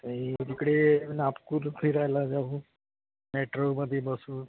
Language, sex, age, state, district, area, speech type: Marathi, male, 30-45, Maharashtra, Nagpur, rural, conversation